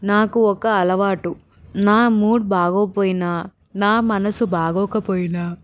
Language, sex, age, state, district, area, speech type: Telugu, female, 18-30, Andhra Pradesh, Vizianagaram, urban, spontaneous